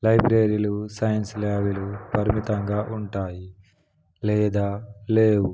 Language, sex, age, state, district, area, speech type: Telugu, male, 18-30, Telangana, Kamareddy, urban, spontaneous